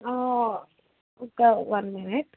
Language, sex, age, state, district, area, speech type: Telugu, female, 18-30, Andhra Pradesh, Alluri Sitarama Raju, rural, conversation